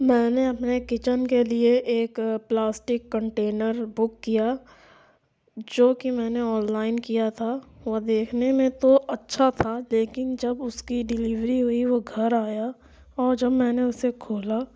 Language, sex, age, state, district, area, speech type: Urdu, female, 60+, Uttar Pradesh, Lucknow, rural, spontaneous